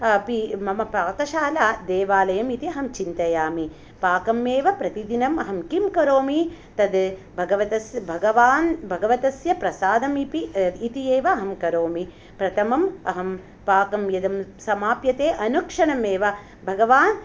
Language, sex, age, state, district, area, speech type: Sanskrit, female, 45-60, Karnataka, Hassan, rural, spontaneous